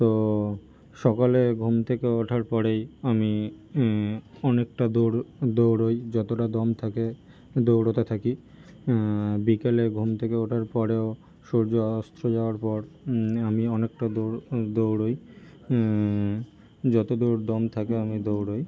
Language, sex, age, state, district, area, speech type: Bengali, male, 18-30, West Bengal, North 24 Parganas, urban, spontaneous